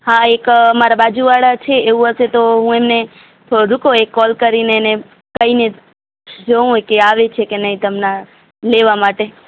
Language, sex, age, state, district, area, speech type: Gujarati, female, 45-60, Gujarat, Morbi, rural, conversation